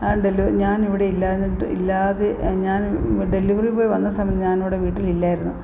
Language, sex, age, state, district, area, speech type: Malayalam, female, 45-60, Kerala, Alappuzha, rural, spontaneous